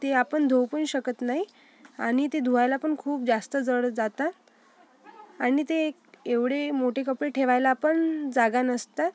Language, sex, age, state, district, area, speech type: Marathi, female, 18-30, Maharashtra, Amravati, urban, spontaneous